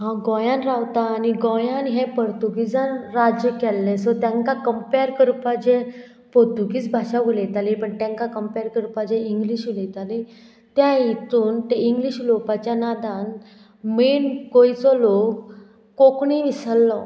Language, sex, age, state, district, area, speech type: Goan Konkani, female, 45-60, Goa, Murmgao, rural, spontaneous